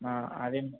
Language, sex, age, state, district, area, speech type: Tamil, male, 18-30, Tamil Nadu, Erode, rural, conversation